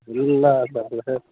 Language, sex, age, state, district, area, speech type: Nepali, male, 60+, West Bengal, Kalimpong, rural, conversation